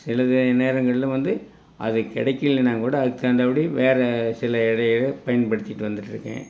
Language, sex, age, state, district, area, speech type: Tamil, male, 60+, Tamil Nadu, Tiruppur, rural, spontaneous